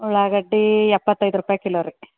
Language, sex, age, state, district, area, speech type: Kannada, female, 45-60, Karnataka, Dharwad, rural, conversation